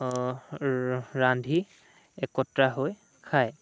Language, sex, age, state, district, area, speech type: Assamese, male, 18-30, Assam, Dhemaji, rural, spontaneous